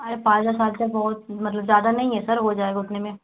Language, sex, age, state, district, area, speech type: Hindi, female, 18-30, Uttar Pradesh, Jaunpur, urban, conversation